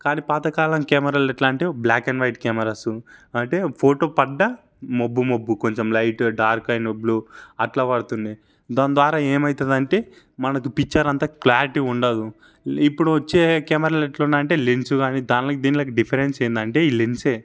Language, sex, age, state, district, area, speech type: Telugu, male, 18-30, Telangana, Sangareddy, urban, spontaneous